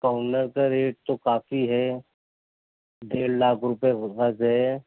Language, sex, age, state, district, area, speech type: Urdu, male, 60+, Uttar Pradesh, Gautam Buddha Nagar, urban, conversation